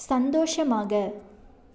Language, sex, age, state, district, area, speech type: Tamil, female, 18-30, Tamil Nadu, Salem, urban, read